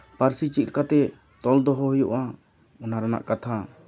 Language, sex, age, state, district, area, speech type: Santali, male, 30-45, West Bengal, Jhargram, rural, spontaneous